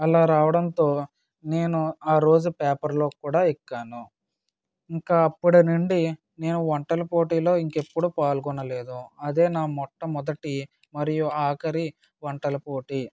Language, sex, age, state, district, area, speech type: Telugu, male, 18-30, Andhra Pradesh, Eluru, rural, spontaneous